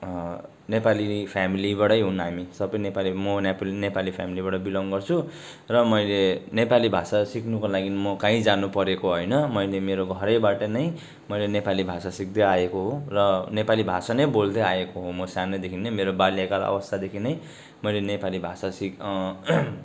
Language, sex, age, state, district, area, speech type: Nepali, male, 18-30, West Bengal, Darjeeling, rural, spontaneous